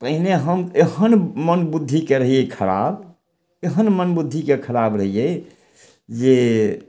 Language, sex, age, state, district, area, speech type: Maithili, male, 60+, Bihar, Samastipur, urban, spontaneous